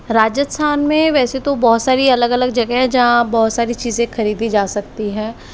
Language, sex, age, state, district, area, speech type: Hindi, female, 60+, Rajasthan, Jaipur, urban, spontaneous